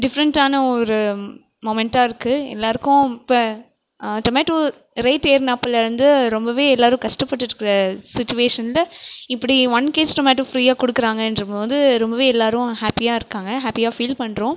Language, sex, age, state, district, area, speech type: Tamil, female, 18-30, Tamil Nadu, Krishnagiri, rural, spontaneous